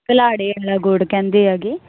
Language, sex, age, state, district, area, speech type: Punjabi, female, 18-30, Punjab, Muktsar, urban, conversation